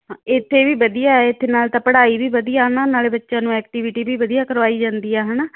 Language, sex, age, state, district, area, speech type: Punjabi, female, 45-60, Punjab, Muktsar, urban, conversation